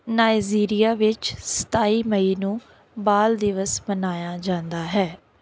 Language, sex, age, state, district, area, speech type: Punjabi, female, 30-45, Punjab, Tarn Taran, rural, read